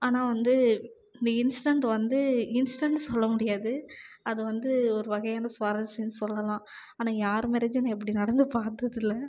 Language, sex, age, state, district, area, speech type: Tamil, female, 18-30, Tamil Nadu, Namakkal, urban, spontaneous